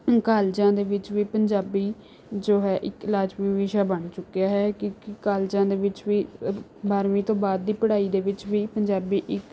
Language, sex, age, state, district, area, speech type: Punjabi, female, 18-30, Punjab, Rupnagar, urban, spontaneous